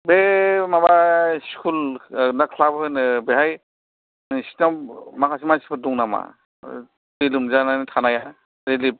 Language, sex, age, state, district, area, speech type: Bodo, male, 45-60, Assam, Kokrajhar, rural, conversation